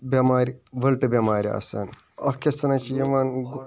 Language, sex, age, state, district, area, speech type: Kashmiri, male, 18-30, Jammu and Kashmir, Bandipora, rural, spontaneous